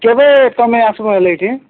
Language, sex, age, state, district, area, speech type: Odia, male, 45-60, Odisha, Nabarangpur, rural, conversation